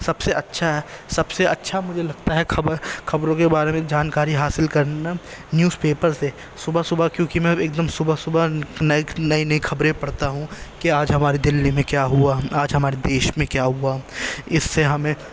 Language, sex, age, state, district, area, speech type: Urdu, male, 18-30, Delhi, East Delhi, urban, spontaneous